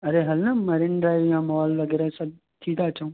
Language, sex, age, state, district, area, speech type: Sindhi, male, 18-30, Maharashtra, Thane, urban, conversation